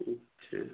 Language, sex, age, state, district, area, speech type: Hindi, male, 45-60, Uttar Pradesh, Chandauli, rural, conversation